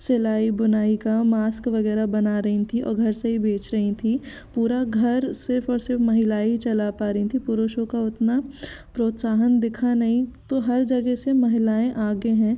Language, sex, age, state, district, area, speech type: Hindi, female, 18-30, Madhya Pradesh, Jabalpur, urban, spontaneous